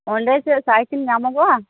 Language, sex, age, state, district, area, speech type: Santali, female, 18-30, West Bengal, Malda, rural, conversation